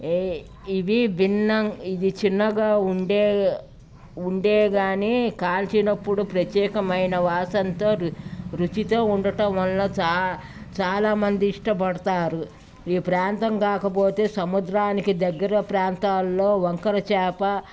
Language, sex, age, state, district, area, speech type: Telugu, female, 60+, Telangana, Ranga Reddy, rural, spontaneous